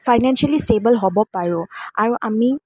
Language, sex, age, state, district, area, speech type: Assamese, female, 18-30, Assam, Kamrup Metropolitan, urban, spontaneous